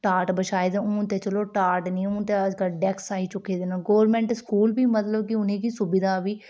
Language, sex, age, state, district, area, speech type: Dogri, female, 18-30, Jammu and Kashmir, Udhampur, rural, spontaneous